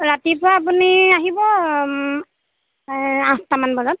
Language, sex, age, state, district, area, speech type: Assamese, female, 30-45, Assam, Golaghat, urban, conversation